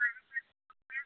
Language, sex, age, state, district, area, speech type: Hindi, female, 60+, Uttar Pradesh, Chandauli, rural, conversation